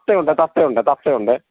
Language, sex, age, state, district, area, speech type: Malayalam, male, 45-60, Kerala, Kottayam, rural, conversation